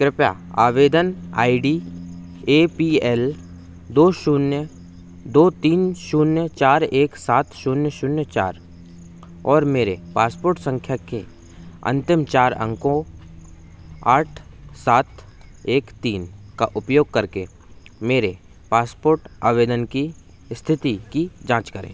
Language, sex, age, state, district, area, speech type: Hindi, male, 18-30, Madhya Pradesh, Seoni, urban, read